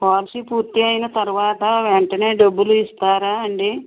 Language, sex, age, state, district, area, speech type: Telugu, female, 60+, Andhra Pradesh, West Godavari, rural, conversation